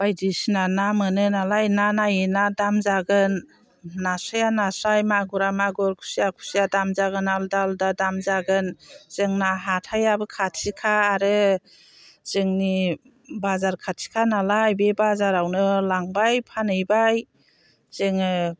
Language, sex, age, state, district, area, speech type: Bodo, female, 60+, Assam, Chirang, rural, spontaneous